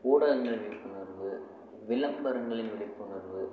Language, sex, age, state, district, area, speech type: Tamil, male, 45-60, Tamil Nadu, Namakkal, rural, spontaneous